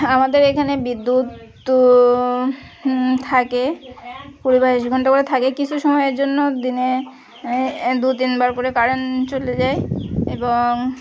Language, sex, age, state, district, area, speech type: Bengali, female, 30-45, West Bengal, Birbhum, urban, spontaneous